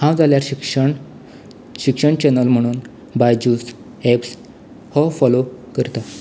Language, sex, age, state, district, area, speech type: Goan Konkani, male, 18-30, Goa, Canacona, rural, spontaneous